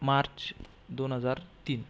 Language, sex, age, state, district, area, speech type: Marathi, male, 18-30, Maharashtra, Buldhana, urban, spontaneous